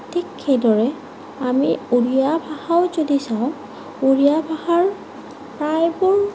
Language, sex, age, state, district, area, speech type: Assamese, female, 18-30, Assam, Morigaon, rural, spontaneous